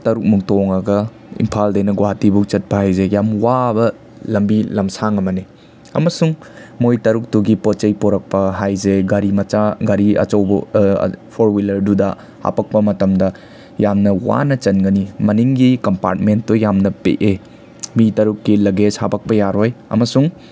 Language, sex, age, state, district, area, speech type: Manipuri, male, 30-45, Manipur, Imphal West, urban, spontaneous